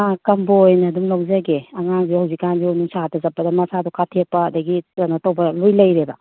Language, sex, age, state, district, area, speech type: Manipuri, female, 30-45, Manipur, Imphal East, urban, conversation